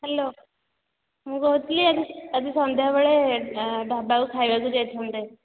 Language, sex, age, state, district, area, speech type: Odia, female, 18-30, Odisha, Dhenkanal, rural, conversation